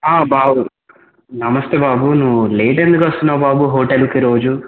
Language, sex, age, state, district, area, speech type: Telugu, male, 18-30, Telangana, Komaram Bheem, urban, conversation